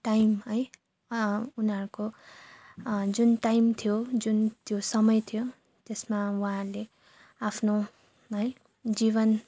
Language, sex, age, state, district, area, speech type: Nepali, female, 30-45, West Bengal, Darjeeling, rural, spontaneous